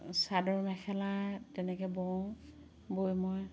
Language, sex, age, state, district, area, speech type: Assamese, female, 45-60, Assam, Dhemaji, rural, spontaneous